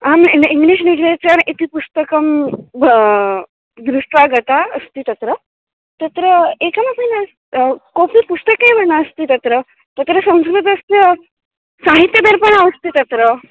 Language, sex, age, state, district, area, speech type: Sanskrit, female, 18-30, Maharashtra, Chandrapur, urban, conversation